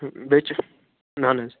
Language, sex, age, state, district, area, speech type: Kashmiri, male, 45-60, Jammu and Kashmir, Budgam, rural, conversation